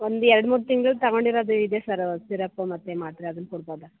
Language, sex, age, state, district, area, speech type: Kannada, female, 45-60, Karnataka, Mandya, rural, conversation